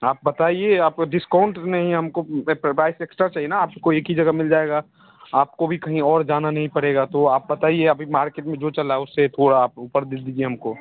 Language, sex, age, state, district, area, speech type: Hindi, male, 30-45, Bihar, Darbhanga, rural, conversation